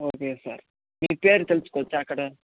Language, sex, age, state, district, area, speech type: Telugu, male, 30-45, Andhra Pradesh, Chittoor, rural, conversation